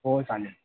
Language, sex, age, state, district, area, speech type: Marathi, male, 30-45, Maharashtra, Ratnagiri, urban, conversation